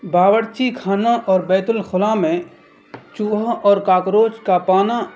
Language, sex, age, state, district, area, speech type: Urdu, male, 18-30, Bihar, Purnia, rural, spontaneous